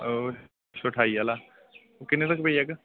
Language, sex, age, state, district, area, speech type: Dogri, male, 18-30, Jammu and Kashmir, Udhampur, rural, conversation